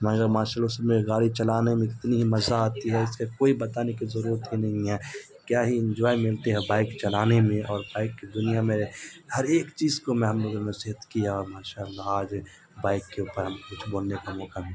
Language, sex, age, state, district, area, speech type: Urdu, male, 30-45, Bihar, Supaul, rural, spontaneous